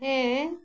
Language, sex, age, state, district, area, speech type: Santali, female, 45-60, Jharkhand, Bokaro, rural, spontaneous